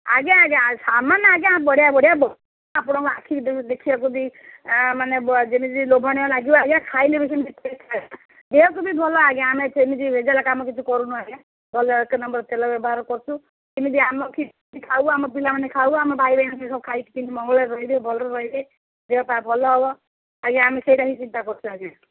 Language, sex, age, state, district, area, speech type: Odia, female, 45-60, Odisha, Sundergarh, rural, conversation